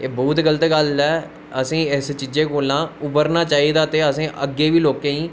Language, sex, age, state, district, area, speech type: Dogri, male, 18-30, Jammu and Kashmir, Udhampur, urban, spontaneous